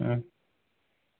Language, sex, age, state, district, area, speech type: Manipuri, male, 45-60, Manipur, Imphal West, rural, conversation